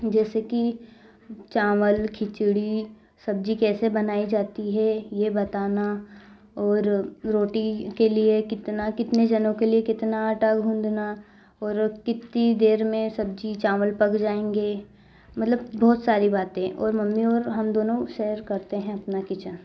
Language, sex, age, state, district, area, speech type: Hindi, female, 18-30, Madhya Pradesh, Ujjain, rural, spontaneous